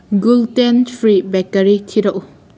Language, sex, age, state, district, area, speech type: Manipuri, female, 18-30, Manipur, Kakching, rural, read